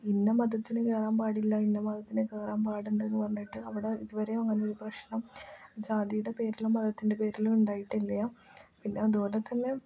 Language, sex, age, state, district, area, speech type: Malayalam, female, 18-30, Kerala, Ernakulam, rural, spontaneous